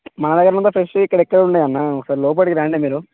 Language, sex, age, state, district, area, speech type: Telugu, male, 18-30, Telangana, Mancherial, rural, conversation